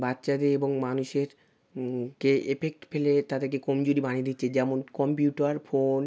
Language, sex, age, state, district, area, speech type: Bengali, male, 18-30, West Bengal, South 24 Parganas, rural, spontaneous